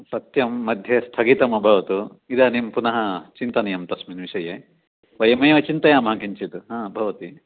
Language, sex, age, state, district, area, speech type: Sanskrit, male, 60+, Karnataka, Dakshina Kannada, rural, conversation